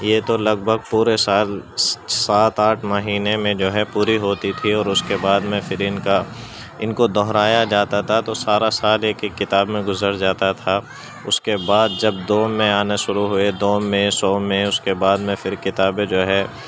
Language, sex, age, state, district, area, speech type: Urdu, male, 45-60, Uttar Pradesh, Gautam Buddha Nagar, rural, spontaneous